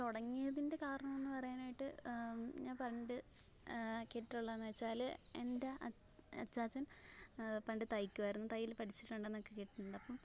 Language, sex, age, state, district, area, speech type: Malayalam, female, 18-30, Kerala, Alappuzha, rural, spontaneous